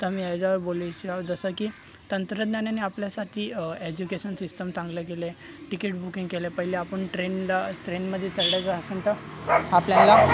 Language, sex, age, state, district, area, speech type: Marathi, male, 18-30, Maharashtra, Thane, urban, spontaneous